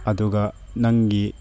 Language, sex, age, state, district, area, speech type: Manipuri, male, 18-30, Manipur, Chandel, rural, spontaneous